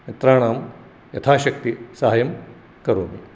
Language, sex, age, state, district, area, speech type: Sanskrit, male, 60+, Karnataka, Dharwad, rural, spontaneous